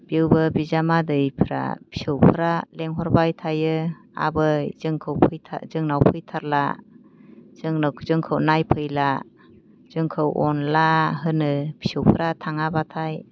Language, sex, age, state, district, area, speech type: Bodo, female, 45-60, Assam, Kokrajhar, urban, spontaneous